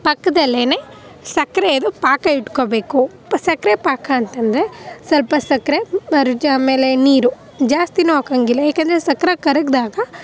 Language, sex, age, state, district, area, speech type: Kannada, female, 18-30, Karnataka, Chamarajanagar, rural, spontaneous